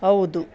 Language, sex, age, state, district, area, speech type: Kannada, female, 45-60, Karnataka, Bangalore Urban, urban, read